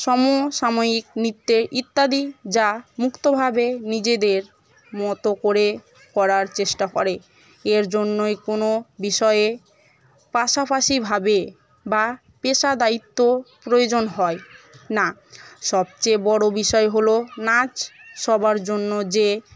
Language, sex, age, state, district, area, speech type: Bengali, female, 18-30, West Bengal, Murshidabad, rural, spontaneous